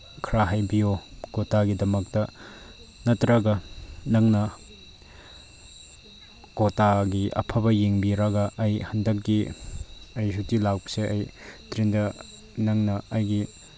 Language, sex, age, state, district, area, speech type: Manipuri, male, 18-30, Manipur, Chandel, rural, spontaneous